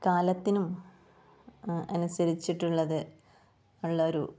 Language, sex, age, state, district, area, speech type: Malayalam, female, 30-45, Kerala, Kasaragod, rural, spontaneous